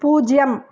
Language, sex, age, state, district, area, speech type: Tamil, female, 30-45, Tamil Nadu, Ranipet, urban, read